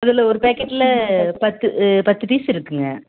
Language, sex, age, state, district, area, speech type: Tamil, female, 45-60, Tamil Nadu, Erode, rural, conversation